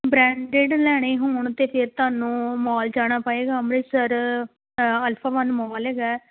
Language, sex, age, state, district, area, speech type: Punjabi, female, 18-30, Punjab, Amritsar, urban, conversation